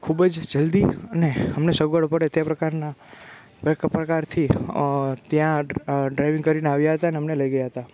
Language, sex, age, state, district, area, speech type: Gujarati, male, 18-30, Gujarat, Rajkot, urban, spontaneous